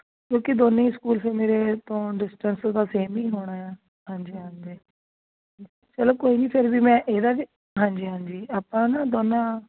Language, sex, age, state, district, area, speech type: Punjabi, female, 30-45, Punjab, Jalandhar, rural, conversation